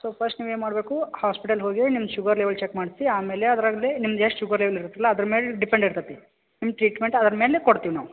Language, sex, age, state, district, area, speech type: Kannada, male, 30-45, Karnataka, Belgaum, urban, conversation